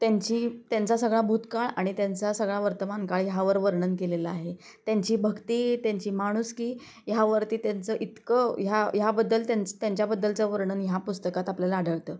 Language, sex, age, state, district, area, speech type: Marathi, female, 30-45, Maharashtra, Osmanabad, rural, spontaneous